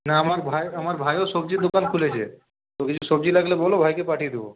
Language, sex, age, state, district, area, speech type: Bengali, male, 18-30, West Bengal, Purulia, urban, conversation